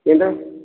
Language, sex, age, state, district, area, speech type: Kannada, male, 60+, Karnataka, Gulbarga, urban, conversation